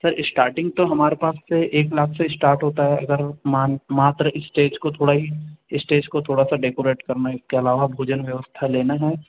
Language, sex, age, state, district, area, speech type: Hindi, male, 45-60, Madhya Pradesh, Balaghat, rural, conversation